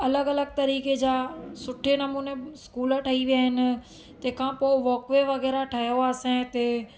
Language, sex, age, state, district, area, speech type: Sindhi, female, 30-45, Gujarat, Surat, urban, spontaneous